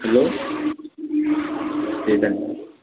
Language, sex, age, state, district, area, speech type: Urdu, male, 18-30, Uttar Pradesh, Balrampur, rural, conversation